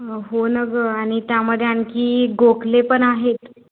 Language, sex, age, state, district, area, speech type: Marathi, male, 18-30, Maharashtra, Nagpur, urban, conversation